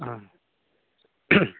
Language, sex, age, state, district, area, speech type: Goan Konkani, male, 30-45, Goa, Canacona, rural, conversation